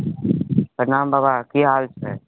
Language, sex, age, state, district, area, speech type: Maithili, male, 18-30, Bihar, Samastipur, urban, conversation